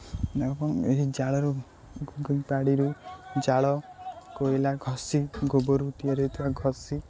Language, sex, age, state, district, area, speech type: Odia, male, 18-30, Odisha, Jagatsinghpur, rural, spontaneous